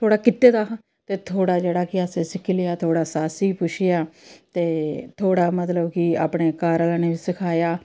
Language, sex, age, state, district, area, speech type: Dogri, female, 30-45, Jammu and Kashmir, Samba, rural, spontaneous